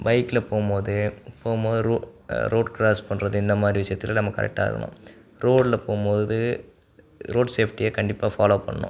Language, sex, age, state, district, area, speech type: Tamil, male, 18-30, Tamil Nadu, Sivaganga, rural, spontaneous